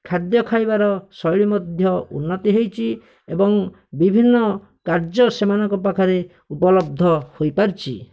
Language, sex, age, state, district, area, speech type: Odia, male, 18-30, Odisha, Bhadrak, rural, spontaneous